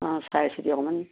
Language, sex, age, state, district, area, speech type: Assamese, female, 60+, Assam, Kamrup Metropolitan, rural, conversation